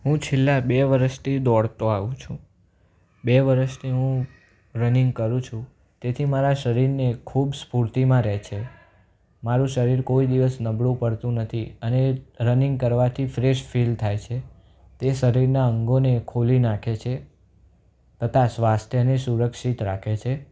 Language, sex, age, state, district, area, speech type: Gujarati, male, 18-30, Gujarat, Anand, urban, spontaneous